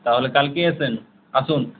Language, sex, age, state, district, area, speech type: Bengali, male, 18-30, West Bengal, Uttar Dinajpur, rural, conversation